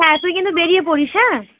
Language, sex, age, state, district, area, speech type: Bengali, female, 18-30, West Bengal, Dakshin Dinajpur, urban, conversation